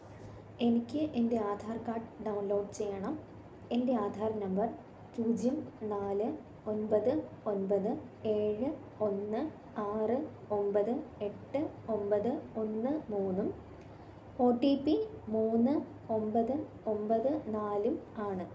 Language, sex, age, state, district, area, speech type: Malayalam, female, 18-30, Kerala, Thiruvananthapuram, rural, read